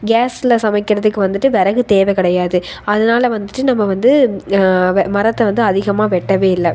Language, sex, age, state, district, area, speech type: Tamil, female, 18-30, Tamil Nadu, Tiruppur, rural, spontaneous